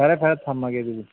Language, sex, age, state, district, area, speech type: Manipuri, male, 45-60, Manipur, Imphal East, rural, conversation